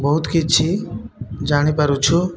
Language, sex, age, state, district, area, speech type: Odia, male, 30-45, Odisha, Jajpur, rural, spontaneous